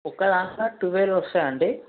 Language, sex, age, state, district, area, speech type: Telugu, male, 18-30, Telangana, Mahbubnagar, urban, conversation